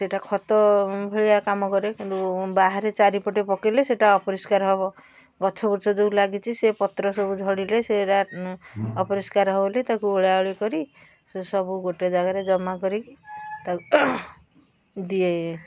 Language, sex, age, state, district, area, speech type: Odia, female, 45-60, Odisha, Puri, urban, spontaneous